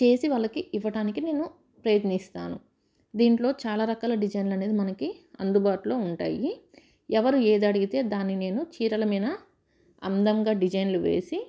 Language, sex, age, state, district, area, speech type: Telugu, female, 30-45, Telangana, Medchal, rural, spontaneous